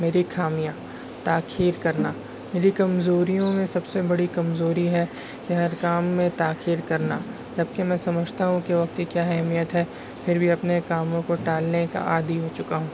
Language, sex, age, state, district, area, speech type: Urdu, male, 60+, Maharashtra, Nashik, urban, spontaneous